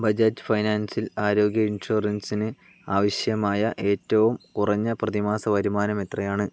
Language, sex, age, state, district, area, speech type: Malayalam, male, 30-45, Kerala, Palakkad, rural, read